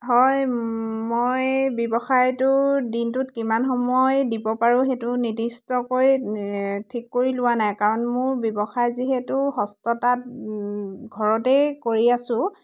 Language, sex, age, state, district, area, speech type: Assamese, female, 30-45, Assam, Dhemaji, rural, spontaneous